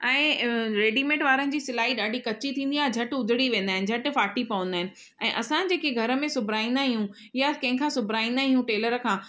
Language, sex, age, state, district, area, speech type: Sindhi, female, 45-60, Rajasthan, Ajmer, urban, spontaneous